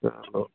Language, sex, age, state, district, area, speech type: Punjabi, male, 45-60, Punjab, Bathinda, urban, conversation